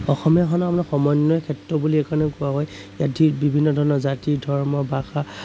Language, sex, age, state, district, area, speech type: Assamese, male, 30-45, Assam, Kamrup Metropolitan, urban, spontaneous